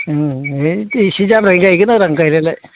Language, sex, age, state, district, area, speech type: Bodo, male, 60+, Assam, Udalguri, rural, conversation